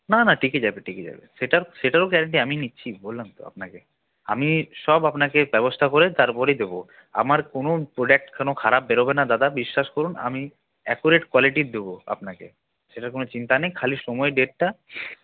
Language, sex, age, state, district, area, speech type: Bengali, male, 18-30, West Bengal, Paschim Bardhaman, rural, conversation